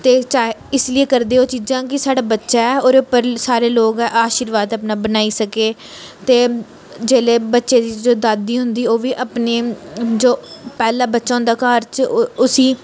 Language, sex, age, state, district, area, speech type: Dogri, female, 18-30, Jammu and Kashmir, Reasi, urban, spontaneous